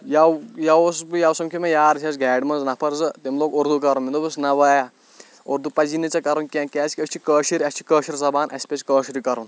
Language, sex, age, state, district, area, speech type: Kashmiri, male, 18-30, Jammu and Kashmir, Shopian, rural, spontaneous